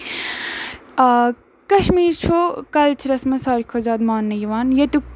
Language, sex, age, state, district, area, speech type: Kashmiri, female, 18-30, Jammu and Kashmir, Ganderbal, rural, spontaneous